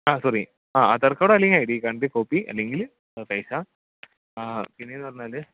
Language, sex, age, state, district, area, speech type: Malayalam, male, 18-30, Kerala, Pathanamthitta, rural, conversation